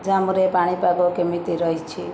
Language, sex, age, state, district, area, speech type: Odia, female, 45-60, Odisha, Jajpur, rural, read